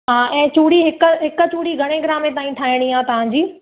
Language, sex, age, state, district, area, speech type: Sindhi, female, 30-45, Gujarat, Surat, urban, conversation